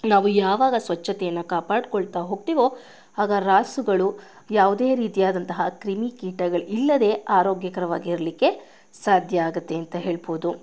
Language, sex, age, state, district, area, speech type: Kannada, female, 30-45, Karnataka, Mandya, rural, spontaneous